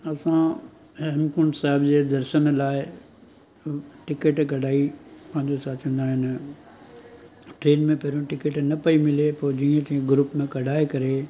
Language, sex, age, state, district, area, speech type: Sindhi, male, 45-60, Gujarat, Surat, urban, spontaneous